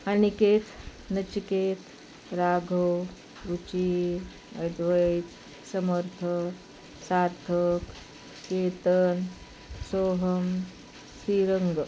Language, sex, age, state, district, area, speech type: Marathi, female, 60+, Maharashtra, Osmanabad, rural, spontaneous